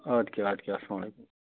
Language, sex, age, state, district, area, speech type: Kashmiri, male, 30-45, Jammu and Kashmir, Budgam, rural, conversation